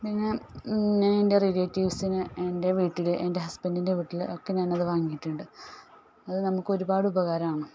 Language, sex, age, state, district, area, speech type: Malayalam, female, 30-45, Kerala, Malappuram, rural, spontaneous